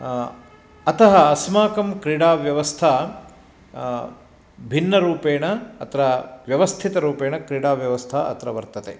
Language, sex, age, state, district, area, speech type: Sanskrit, male, 45-60, Karnataka, Uttara Kannada, rural, spontaneous